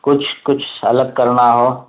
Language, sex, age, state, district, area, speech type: Urdu, male, 30-45, Delhi, New Delhi, urban, conversation